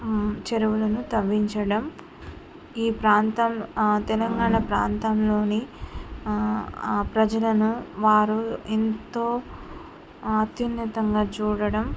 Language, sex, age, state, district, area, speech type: Telugu, female, 45-60, Telangana, Mancherial, rural, spontaneous